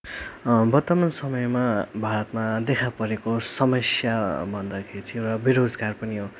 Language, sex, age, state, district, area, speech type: Nepali, male, 18-30, West Bengal, Darjeeling, rural, spontaneous